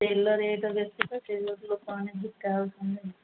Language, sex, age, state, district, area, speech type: Odia, female, 30-45, Odisha, Sundergarh, urban, conversation